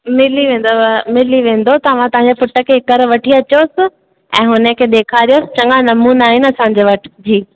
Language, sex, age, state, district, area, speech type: Sindhi, female, 18-30, Rajasthan, Ajmer, urban, conversation